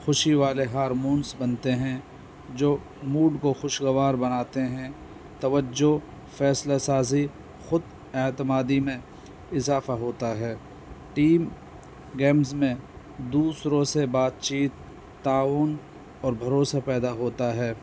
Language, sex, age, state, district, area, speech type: Urdu, male, 45-60, Delhi, North East Delhi, urban, spontaneous